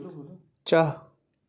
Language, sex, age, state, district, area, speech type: Urdu, male, 18-30, Delhi, Central Delhi, urban, read